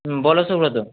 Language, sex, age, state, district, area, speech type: Bengali, male, 18-30, West Bengal, Malda, urban, conversation